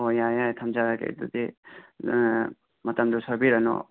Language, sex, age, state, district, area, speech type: Manipuri, male, 18-30, Manipur, Imphal West, rural, conversation